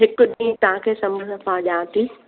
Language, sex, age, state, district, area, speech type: Sindhi, female, 60+, Maharashtra, Mumbai Suburban, urban, conversation